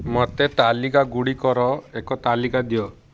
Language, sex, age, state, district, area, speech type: Odia, male, 30-45, Odisha, Ganjam, urban, read